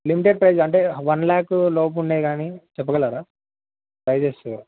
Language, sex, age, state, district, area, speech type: Telugu, male, 18-30, Telangana, Yadadri Bhuvanagiri, urban, conversation